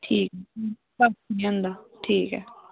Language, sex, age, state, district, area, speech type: Dogri, female, 18-30, Jammu and Kashmir, Samba, rural, conversation